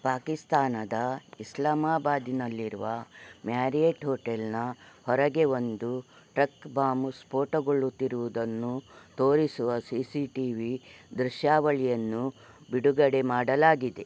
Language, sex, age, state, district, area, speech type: Kannada, female, 60+, Karnataka, Udupi, rural, read